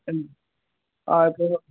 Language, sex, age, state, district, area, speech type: Tamil, male, 18-30, Tamil Nadu, Tirunelveli, rural, conversation